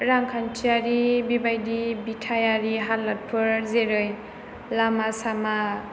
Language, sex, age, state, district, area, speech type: Bodo, female, 18-30, Assam, Chirang, urban, spontaneous